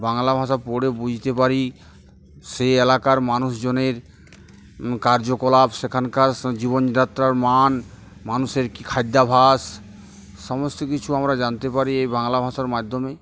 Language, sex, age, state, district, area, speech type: Bengali, male, 45-60, West Bengal, Uttar Dinajpur, urban, spontaneous